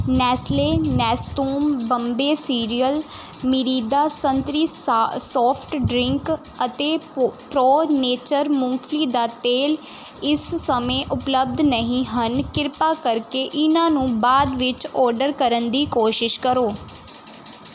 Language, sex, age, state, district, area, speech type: Punjabi, female, 18-30, Punjab, Kapurthala, urban, read